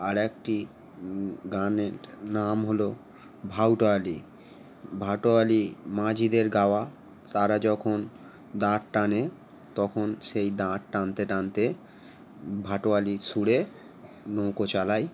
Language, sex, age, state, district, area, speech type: Bengali, male, 18-30, West Bengal, Howrah, urban, spontaneous